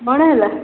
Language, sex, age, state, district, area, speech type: Odia, female, 18-30, Odisha, Boudh, rural, conversation